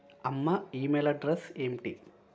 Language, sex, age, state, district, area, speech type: Telugu, male, 18-30, Andhra Pradesh, Konaseema, rural, read